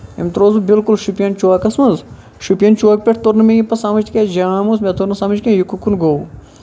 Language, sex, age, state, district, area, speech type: Kashmiri, male, 45-60, Jammu and Kashmir, Shopian, urban, spontaneous